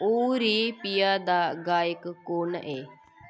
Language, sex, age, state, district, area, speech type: Dogri, female, 18-30, Jammu and Kashmir, Udhampur, rural, read